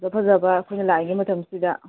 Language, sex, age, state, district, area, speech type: Manipuri, female, 30-45, Manipur, Imphal East, rural, conversation